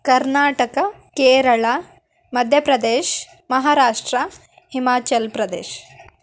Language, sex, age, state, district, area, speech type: Kannada, female, 18-30, Karnataka, Bidar, urban, spontaneous